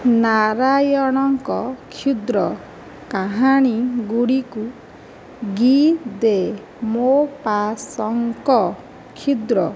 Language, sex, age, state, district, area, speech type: Odia, male, 60+, Odisha, Nayagarh, rural, read